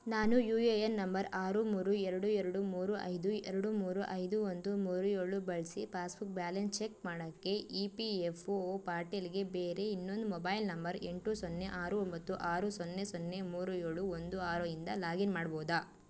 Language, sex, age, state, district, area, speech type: Kannada, female, 18-30, Karnataka, Chikkaballapur, rural, read